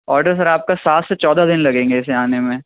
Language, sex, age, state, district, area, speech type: Urdu, male, 60+, Uttar Pradesh, Shahjahanpur, rural, conversation